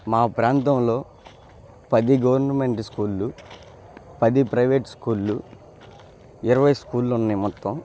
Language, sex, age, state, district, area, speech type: Telugu, male, 18-30, Andhra Pradesh, Bapatla, rural, spontaneous